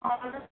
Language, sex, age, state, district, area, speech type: Odia, female, 45-60, Odisha, Gajapati, rural, conversation